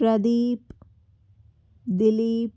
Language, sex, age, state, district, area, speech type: Telugu, female, 30-45, Andhra Pradesh, Chittoor, urban, spontaneous